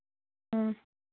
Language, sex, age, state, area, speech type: Manipuri, female, 30-45, Manipur, urban, conversation